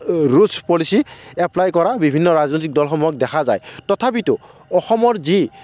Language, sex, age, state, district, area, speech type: Assamese, male, 30-45, Assam, Kamrup Metropolitan, urban, spontaneous